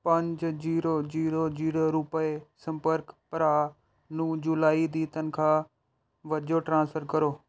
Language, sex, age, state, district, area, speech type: Punjabi, male, 18-30, Punjab, Pathankot, urban, read